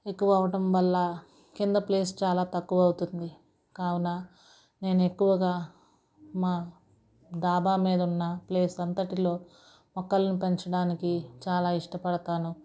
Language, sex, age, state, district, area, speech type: Telugu, female, 45-60, Andhra Pradesh, Guntur, rural, spontaneous